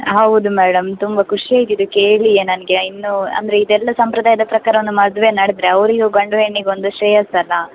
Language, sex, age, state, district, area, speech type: Kannada, female, 18-30, Karnataka, Udupi, rural, conversation